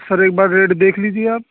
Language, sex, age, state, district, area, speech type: Urdu, male, 18-30, Uttar Pradesh, Saharanpur, urban, conversation